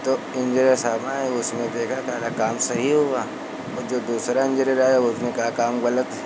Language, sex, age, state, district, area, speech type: Hindi, male, 45-60, Uttar Pradesh, Lucknow, rural, spontaneous